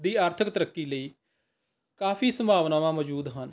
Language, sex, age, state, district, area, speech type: Punjabi, male, 45-60, Punjab, Rupnagar, urban, spontaneous